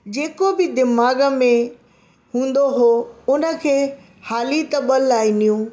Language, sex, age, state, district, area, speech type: Sindhi, female, 60+, Delhi, South Delhi, urban, spontaneous